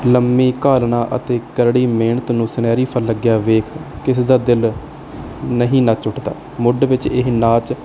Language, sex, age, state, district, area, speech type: Punjabi, male, 18-30, Punjab, Barnala, rural, spontaneous